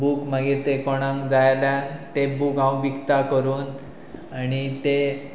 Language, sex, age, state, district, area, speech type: Goan Konkani, male, 30-45, Goa, Pernem, rural, spontaneous